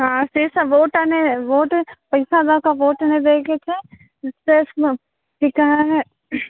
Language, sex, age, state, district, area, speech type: Maithili, female, 18-30, Bihar, Samastipur, urban, conversation